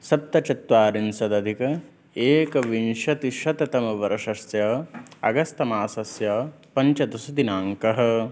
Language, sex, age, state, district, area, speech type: Sanskrit, male, 18-30, Uttar Pradesh, Lucknow, urban, spontaneous